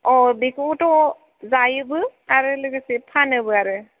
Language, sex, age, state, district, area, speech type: Bodo, female, 18-30, Assam, Chirang, rural, conversation